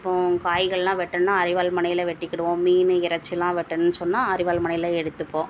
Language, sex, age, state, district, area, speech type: Tamil, female, 30-45, Tamil Nadu, Thoothukudi, rural, spontaneous